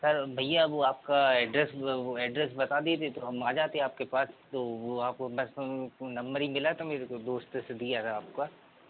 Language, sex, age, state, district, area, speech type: Hindi, male, 18-30, Madhya Pradesh, Narsinghpur, rural, conversation